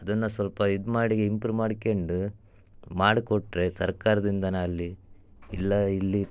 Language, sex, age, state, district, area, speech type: Kannada, male, 30-45, Karnataka, Chitradurga, rural, spontaneous